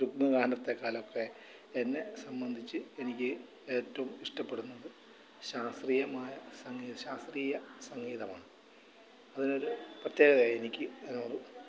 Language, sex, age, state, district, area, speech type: Malayalam, male, 45-60, Kerala, Alappuzha, rural, spontaneous